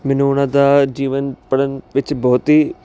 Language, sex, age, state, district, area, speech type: Punjabi, male, 30-45, Punjab, Jalandhar, urban, spontaneous